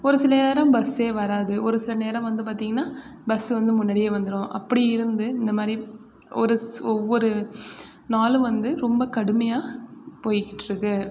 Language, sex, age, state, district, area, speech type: Tamil, female, 30-45, Tamil Nadu, Mayiladuthurai, rural, spontaneous